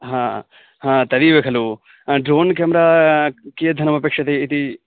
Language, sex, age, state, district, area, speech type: Sanskrit, male, 18-30, West Bengal, Dakshin Dinajpur, rural, conversation